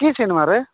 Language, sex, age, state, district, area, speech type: Odia, male, 45-60, Odisha, Nabarangpur, rural, conversation